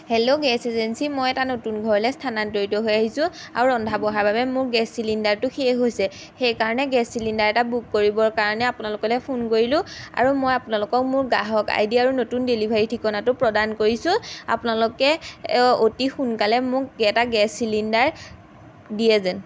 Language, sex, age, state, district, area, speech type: Assamese, female, 18-30, Assam, Majuli, urban, spontaneous